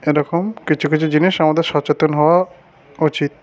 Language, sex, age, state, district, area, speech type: Bengali, male, 18-30, West Bengal, Uttar Dinajpur, urban, spontaneous